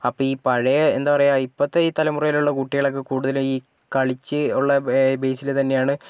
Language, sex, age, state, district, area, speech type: Malayalam, male, 30-45, Kerala, Wayanad, rural, spontaneous